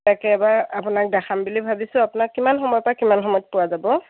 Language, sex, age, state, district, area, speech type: Assamese, female, 30-45, Assam, Biswanath, rural, conversation